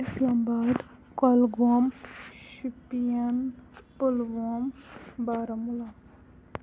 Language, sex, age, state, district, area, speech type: Kashmiri, female, 18-30, Jammu and Kashmir, Kulgam, rural, spontaneous